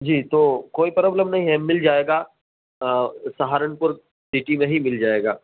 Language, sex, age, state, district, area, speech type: Urdu, male, 18-30, Uttar Pradesh, Saharanpur, urban, conversation